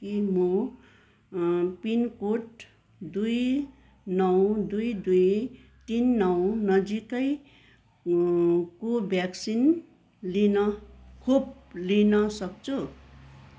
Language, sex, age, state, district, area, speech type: Nepali, female, 60+, West Bengal, Kalimpong, rural, read